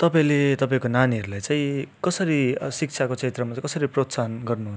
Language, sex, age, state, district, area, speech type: Nepali, female, 45-60, West Bengal, Darjeeling, rural, spontaneous